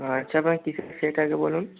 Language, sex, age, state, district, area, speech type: Bengali, male, 18-30, West Bengal, Hooghly, urban, conversation